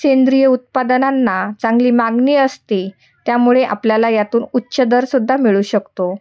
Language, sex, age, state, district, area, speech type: Marathi, female, 30-45, Maharashtra, Nashik, urban, spontaneous